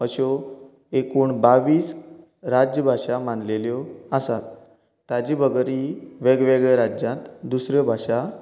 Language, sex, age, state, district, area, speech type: Goan Konkani, male, 30-45, Goa, Canacona, rural, spontaneous